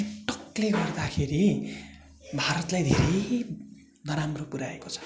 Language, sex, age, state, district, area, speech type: Nepali, male, 18-30, West Bengal, Darjeeling, rural, spontaneous